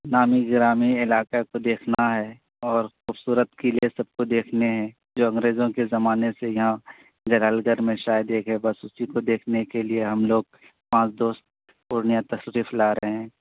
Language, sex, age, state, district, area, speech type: Urdu, male, 30-45, Bihar, Purnia, rural, conversation